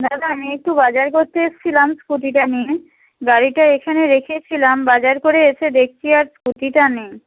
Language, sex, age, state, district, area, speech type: Bengali, female, 30-45, West Bengal, Purba Medinipur, rural, conversation